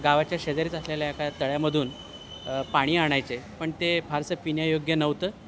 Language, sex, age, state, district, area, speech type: Marathi, male, 45-60, Maharashtra, Thane, rural, spontaneous